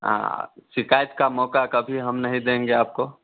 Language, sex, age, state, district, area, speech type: Hindi, male, 18-30, Bihar, Vaishali, rural, conversation